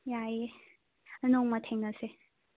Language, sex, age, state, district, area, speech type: Manipuri, female, 18-30, Manipur, Imphal West, rural, conversation